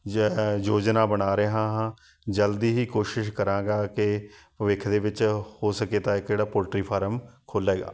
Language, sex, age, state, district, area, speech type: Punjabi, male, 30-45, Punjab, Shaheed Bhagat Singh Nagar, urban, spontaneous